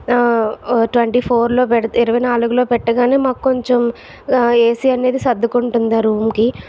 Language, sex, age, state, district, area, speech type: Telugu, female, 60+, Andhra Pradesh, Vizianagaram, rural, spontaneous